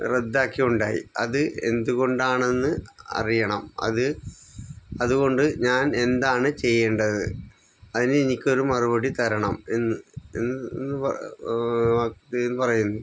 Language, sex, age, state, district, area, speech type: Malayalam, male, 60+, Kerala, Wayanad, rural, spontaneous